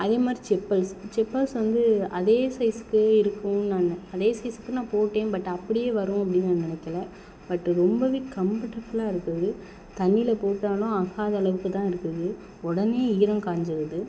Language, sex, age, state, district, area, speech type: Tamil, female, 18-30, Tamil Nadu, Sivaganga, rural, spontaneous